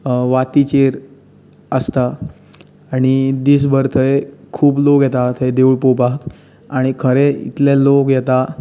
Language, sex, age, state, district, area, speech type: Goan Konkani, male, 18-30, Goa, Bardez, urban, spontaneous